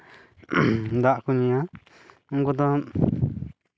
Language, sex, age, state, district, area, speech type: Santali, male, 18-30, West Bengal, Purba Bardhaman, rural, spontaneous